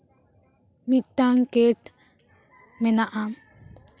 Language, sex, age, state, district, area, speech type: Santali, female, 18-30, West Bengal, Bankura, rural, spontaneous